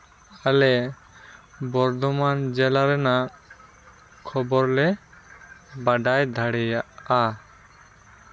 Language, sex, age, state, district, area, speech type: Santali, male, 18-30, West Bengal, Purba Bardhaman, rural, spontaneous